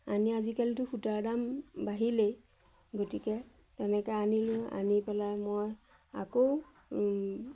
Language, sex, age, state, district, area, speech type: Assamese, female, 45-60, Assam, Majuli, urban, spontaneous